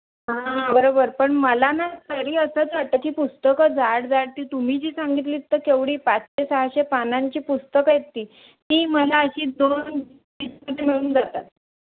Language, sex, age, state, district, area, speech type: Marathi, female, 30-45, Maharashtra, Palghar, urban, conversation